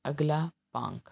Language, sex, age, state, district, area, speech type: Punjabi, male, 18-30, Punjab, Hoshiarpur, urban, spontaneous